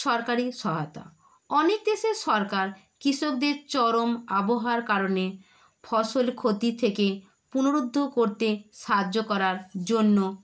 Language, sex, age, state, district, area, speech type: Bengali, female, 60+, West Bengal, Nadia, rural, spontaneous